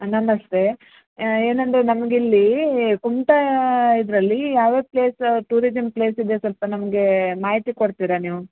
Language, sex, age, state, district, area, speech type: Kannada, female, 30-45, Karnataka, Uttara Kannada, rural, conversation